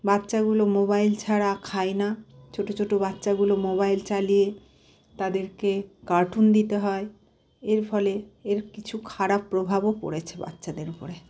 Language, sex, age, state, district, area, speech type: Bengali, female, 45-60, West Bengal, Malda, rural, spontaneous